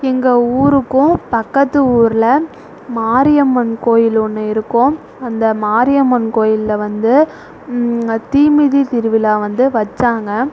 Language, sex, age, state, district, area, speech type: Tamil, female, 45-60, Tamil Nadu, Tiruvarur, rural, spontaneous